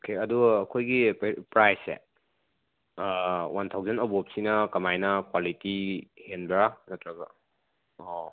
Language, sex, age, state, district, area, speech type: Manipuri, male, 30-45, Manipur, Imphal West, urban, conversation